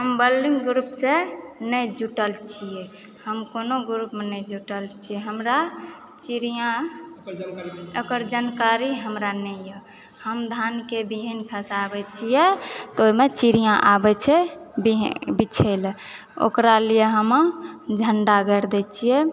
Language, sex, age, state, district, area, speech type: Maithili, female, 45-60, Bihar, Supaul, rural, spontaneous